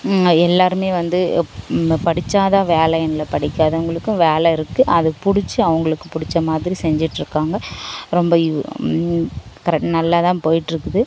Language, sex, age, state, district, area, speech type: Tamil, female, 18-30, Tamil Nadu, Dharmapuri, rural, spontaneous